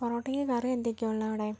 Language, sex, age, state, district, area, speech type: Malayalam, female, 30-45, Kerala, Kozhikode, urban, spontaneous